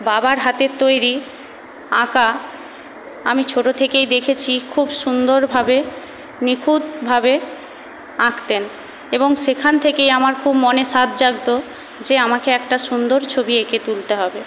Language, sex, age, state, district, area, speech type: Bengali, female, 18-30, West Bengal, Paschim Medinipur, rural, spontaneous